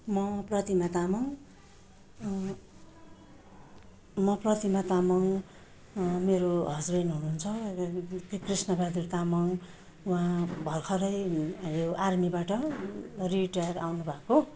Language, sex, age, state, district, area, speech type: Nepali, female, 60+, West Bengal, Darjeeling, rural, spontaneous